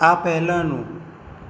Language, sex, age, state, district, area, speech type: Gujarati, male, 60+, Gujarat, Surat, urban, read